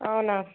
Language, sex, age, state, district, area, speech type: Telugu, female, 18-30, Telangana, Mancherial, rural, conversation